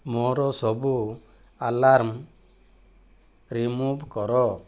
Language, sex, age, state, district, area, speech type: Odia, male, 30-45, Odisha, Kandhamal, rural, read